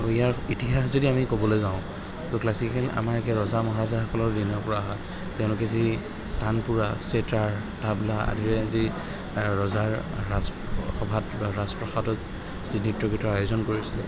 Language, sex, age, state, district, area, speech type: Assamese, male, 30-45, Assam, Sonitpur, urban, spontaneous